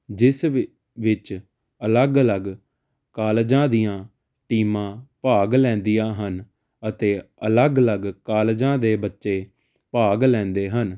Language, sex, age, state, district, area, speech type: Punjabi, male, 18-30, Punjab, Jalandhar, urban, spontaneous